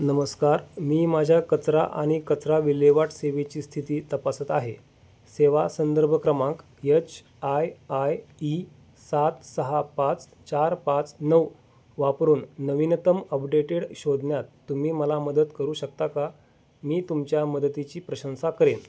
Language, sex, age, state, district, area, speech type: Marathi, male, 30-45, Maharashtra, Osmanabad, rural, read